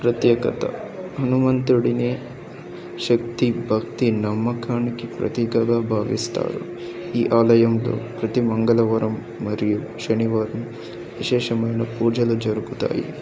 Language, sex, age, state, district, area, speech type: Telugu, male, 18-30, Telangana, Medak, rural, spontaneous